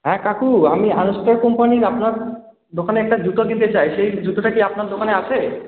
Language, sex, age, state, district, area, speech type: Bengali, male, 18-30, West Bengal, Jalpaiguri, rural, conversation